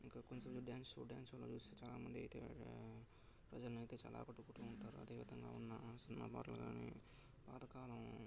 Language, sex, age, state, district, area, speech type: Telugu, male, 18-30, Andhra Pradesh, Sri Balaji, rural, spontaneous